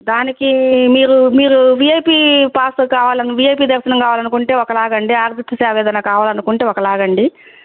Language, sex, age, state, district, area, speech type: Telugu, female, 45-60, Andhra Pradesh, Guntur, urban, conversation